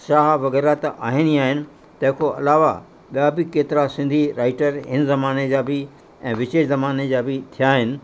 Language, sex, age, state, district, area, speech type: Sindhi, male, 60+, Uttar Pradesh, Lucknow, urban, spontaneous